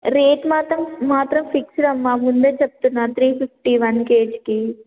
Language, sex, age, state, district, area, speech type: Telugu, female, 18-30, Telangana, Warangal, rural, conversation